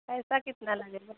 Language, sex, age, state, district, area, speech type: Hindi, female, 30-45, Uttar Pradesh, Jaunpur, rural, conversation